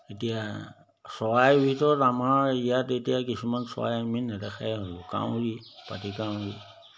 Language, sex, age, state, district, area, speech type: Assamese, male, 60+, Assam, Majuli, urban, spontaneous